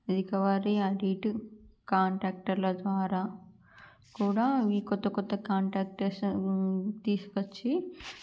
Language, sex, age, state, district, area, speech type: Telugu, female, 18-30, Andhra Pradesh, Srikakulam, urban, spontaneous